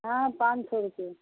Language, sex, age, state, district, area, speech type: Hindi, female, 60+, Uttar Pradesh, Hardoi, rural, conversation